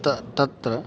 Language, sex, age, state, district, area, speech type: Sanskrit, male, 18-30, Uttar Pradesh, Lucknow, urban, spontaneous